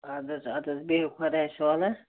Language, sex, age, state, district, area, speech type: Kashmiri, male, 18-30, Jammu and Kashmir, Ganderbal, rural, conversation